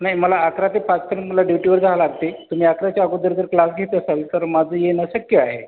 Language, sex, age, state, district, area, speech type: Marathi, male, 30-45, Maharashtra, Washim, rural, conversation